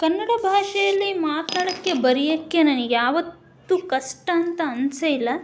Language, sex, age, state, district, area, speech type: Kannada, female, 18-30, Karnataka, Chitradurga, urban, spontaneous